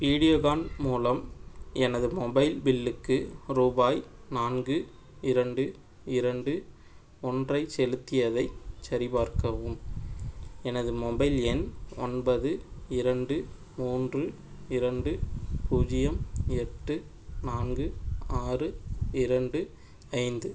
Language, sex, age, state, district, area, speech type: Tamil, male, 18-30, Tamil Nadu, Madurai, urban, read